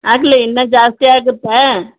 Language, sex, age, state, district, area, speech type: Kannada, female, 45-60, Karnataka, Chamarajanagar, rural, conversation